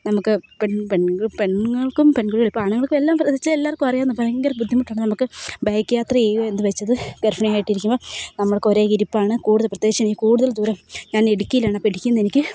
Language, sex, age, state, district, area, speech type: Malayalam, female, 18-30, Kerala, Kozhikode, rural, spontaneous